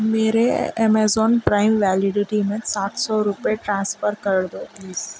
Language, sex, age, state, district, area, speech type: Urdu, female, 18-30, Telangana, Hyderabad, urban, read